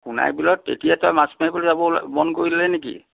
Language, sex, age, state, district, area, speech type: Assamese, male, 60+, Assam, Nagaon, rural, conversation